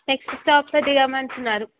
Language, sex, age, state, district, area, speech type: Telugu, female, 18-30, Telangana, Ranga Reddy, urban, conversation